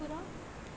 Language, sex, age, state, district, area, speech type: Goan Konkani, female, 18-30, Goa, Quepem, rural, spontaneous